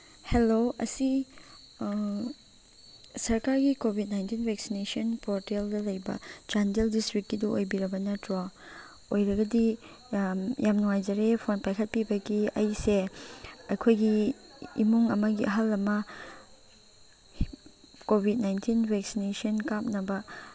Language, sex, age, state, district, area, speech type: Manipuri, female, 45-60, Manipur, Chandel, rural, spontaneous